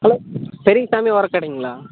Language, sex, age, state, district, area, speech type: Tamil, male, 18-30, Tamil Nadu, Kallakurichi, urban, conversation